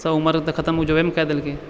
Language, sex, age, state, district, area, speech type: Maithili, male, 18-30, Bihar, Purnia, urban, spontaneous